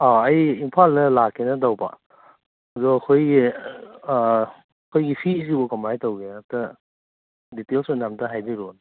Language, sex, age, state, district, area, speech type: Manipuri, male, 30-45, Manipur, Churachandpur, rural, conversation